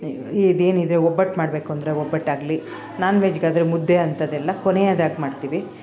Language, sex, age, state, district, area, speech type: Kannada, female, 45-60, Karnataka, Bangalore Rural, rural, spontaneous